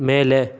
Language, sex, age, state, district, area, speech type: Kannada, male, 18-30, Karnataka, Chikkaballapur, rural, read